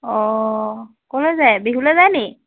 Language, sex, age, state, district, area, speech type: Assamese, female, 45-60, Assam, Lakhimpur, rural, conversation